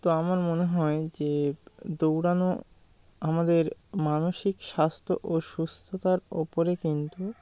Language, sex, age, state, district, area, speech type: Bengali, male, 18-30, West Bengal, Birbhum, urban, spontaneous